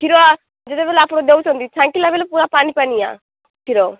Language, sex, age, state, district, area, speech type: Odia, female, 18-30, Odisha, Malkangiri, urban, conversation